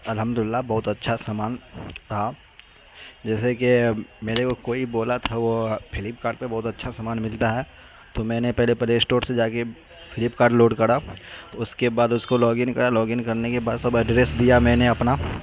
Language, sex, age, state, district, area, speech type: Urdu, male, 18-30, Bihar, Madhubani, rural, spontaneous